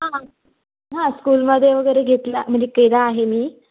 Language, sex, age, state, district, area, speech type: Marathi, female, 18-30, Maharashtra, Raigad, rural, conversation